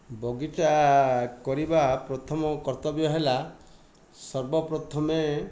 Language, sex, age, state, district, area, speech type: Odia, male, 60+, Odisha, Kandhamal, rural, spontaneous